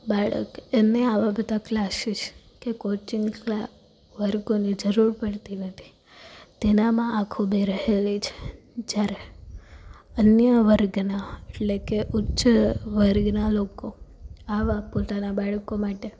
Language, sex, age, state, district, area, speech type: Gujarati, female, 18-30, Gujarat, Rajkot, urban, spontaneous